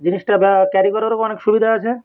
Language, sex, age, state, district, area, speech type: Bengali, male, 45-60, West Bengal, North 24 Parganas, rural, spontaneous